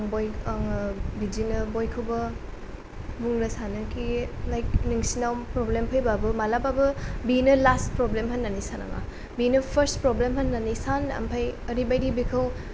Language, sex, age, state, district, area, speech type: Bodo, female, 18-30, Assam, Kokrajhar, rural, spontaneous